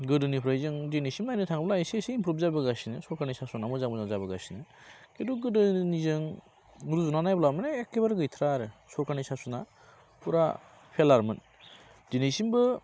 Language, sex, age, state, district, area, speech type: Bodo, male, 18-30, Assam, Baksa, rural, spontaneous